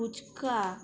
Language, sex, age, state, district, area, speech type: Bengali, female, 45-60, West Bengal, Uttar Dinajpur, urban, spontaneous